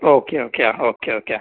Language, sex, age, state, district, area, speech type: Malayalam, male, 18-30, Kerala, Kasaragod, rural, conversation